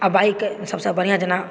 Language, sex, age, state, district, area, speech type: Maithili, female, 30-45, Bihar, Supaul, urban, spontaneous